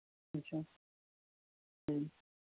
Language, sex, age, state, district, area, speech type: Kashmiri, male, 18-30, Jammu and Kashmir, Shopian, rural, conversation